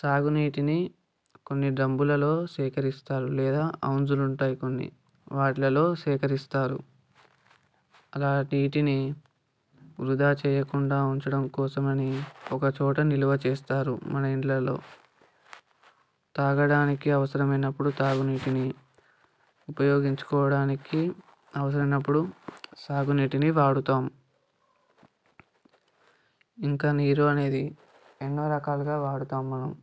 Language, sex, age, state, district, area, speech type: Telugu, male, 18-30, Telangana, Sangareddy, urban, spontaneous